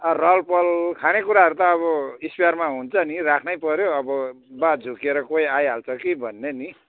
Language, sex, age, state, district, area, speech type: Nepali, male, 60+, West Bengal, Darjeeling, rural, conversation